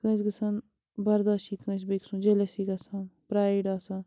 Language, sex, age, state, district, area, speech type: Kashmiri, female, 30-45, Jammu and Kashmir, Bandipora, rural, spontaneous